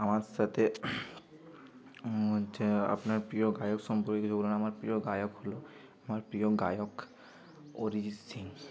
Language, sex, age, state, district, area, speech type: Bengali, male, 30-45, West Bengal, Bankura, urban, spontaneous